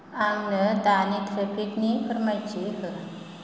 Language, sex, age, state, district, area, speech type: Bodo, female, 45-60, Assam, Kokrajhar, rural, read